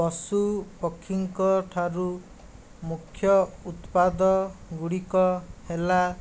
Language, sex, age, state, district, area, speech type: Odia, male, 60+, Odisha, Jajpur, rural, spontaneous